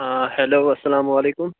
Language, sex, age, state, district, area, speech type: Kashmiri, male, 30-45, Jammu and Kashmir, Bandipora, rural, conversation